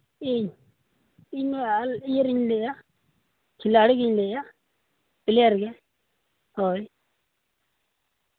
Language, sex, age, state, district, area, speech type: Santali, male, 18-30, Jharkhand, Seraikela Kharsawan, rural, conversation